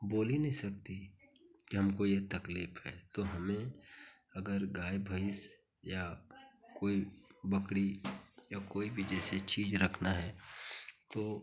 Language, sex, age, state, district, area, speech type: Hindi, male, 45-60, Uttar Pradesh, Chandauli, rural, spontaneous